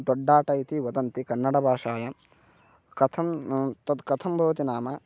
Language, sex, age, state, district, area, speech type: Sanskrit, male, 18-30, Karnataka, Bagalkot, rural, spontaneous